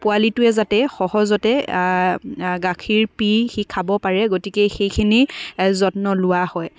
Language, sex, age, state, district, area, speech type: Assamese, female, 30-45, Assam, Dibrugarh, rural, spontaneous